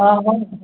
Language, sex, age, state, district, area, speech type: Odia, female, 45-60, Odisha, Khordha, rural, conversation